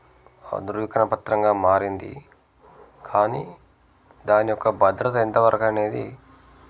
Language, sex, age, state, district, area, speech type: Telugu, male, 30-45, Telangana, Jangaon, rural, spontaneous